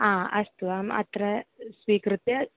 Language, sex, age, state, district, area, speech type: Sanskrit, female, 18-30, Kerala, Thiruvananthapuram, rural, conversation